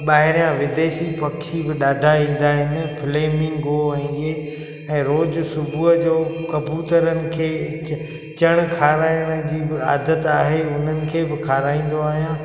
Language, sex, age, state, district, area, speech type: Sindhi, male, 45-60, Gujarat, Junagadh, rural, spontaneous